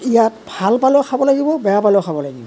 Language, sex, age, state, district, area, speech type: Assamese, male, 45-60, Assam, Nalbari, rural, spontaneous